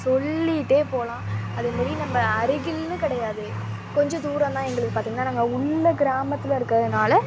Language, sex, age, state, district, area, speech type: Tamil, female, 18-30, Tamil Nadu, Thanjavur, urban, spontaneous